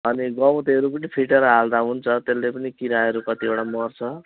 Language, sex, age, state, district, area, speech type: Nepali, male, 45-60, West Bengal, Kalimpong, rural, conversation